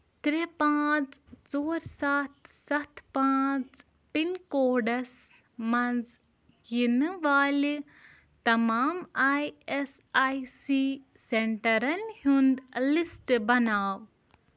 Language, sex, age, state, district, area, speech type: Kashmiri, female, 18-30, Jammu and Kashmir, Ganderbal, rural, read